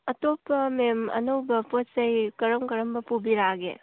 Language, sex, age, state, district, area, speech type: Manipuri, female, 18-30, Manipur, Churachandpur, rural, conversation